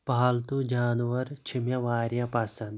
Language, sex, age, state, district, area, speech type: Kashmiri, male, 30-45, Jammu and Kashmir, Pulwama, rural, spontaneous